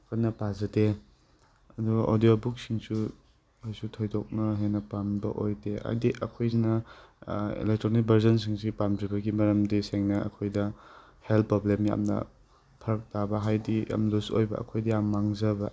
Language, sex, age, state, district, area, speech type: Manipuri, male, 18-30, Manipur, Tengnoupal, urban, spontaneous